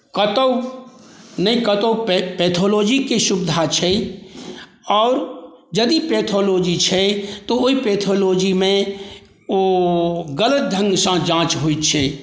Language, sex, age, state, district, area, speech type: Maithili, male, 60+, Bihar, Saharsa, rural, spontaneous